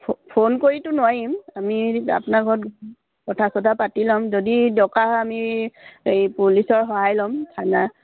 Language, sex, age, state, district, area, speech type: Assamese, female, 45-60, Assam, Dibrugarh, rural, conversation